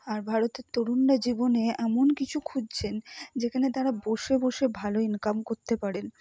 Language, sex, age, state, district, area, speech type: Bengali, female, 30-45, West Bengal, Purba Bardhaman, urban, spontaneous